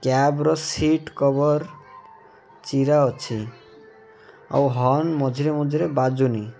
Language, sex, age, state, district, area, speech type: Odia, male, 18-30, Odisha, Malkangiri, urban, spontaneous